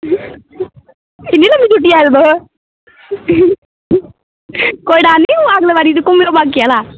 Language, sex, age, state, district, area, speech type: Dogri, female, 18-30, Jammu and Kashmir, Jammu, rural, conversation